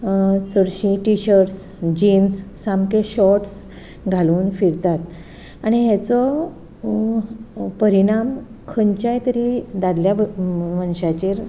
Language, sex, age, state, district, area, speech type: Goan Konkani, female, 45-60, Goa, Ponda, rural, spontaneous